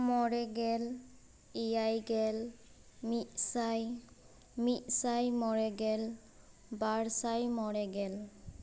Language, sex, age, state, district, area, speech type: Santali, female, 18-30, West Bengal, Purba Bardhaman, rural, spontaneous